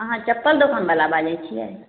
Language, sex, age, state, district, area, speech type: Maithili, female, 18-30, Bihar, Araria, rural, conversation